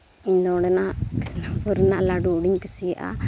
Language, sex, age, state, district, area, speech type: Santali, female, 30-45, Jharkhand, Seraikela Kharsawan, rural, spontaneous